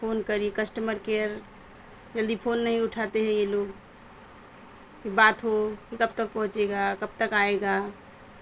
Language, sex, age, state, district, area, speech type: Urdu, female, 30-45, Uttar Pradesh, Mirzapur, rural, spontaneous